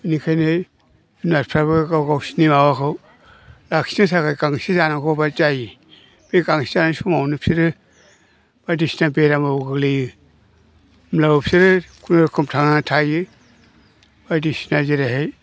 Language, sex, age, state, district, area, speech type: Bodo, male, 60+, Assam, Chirang, urban, spontaneous